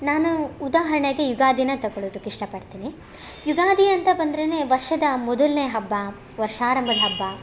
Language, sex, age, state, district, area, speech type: Kannada, female, 18-30, Karnataka, Chitradurga, rural, spontaneous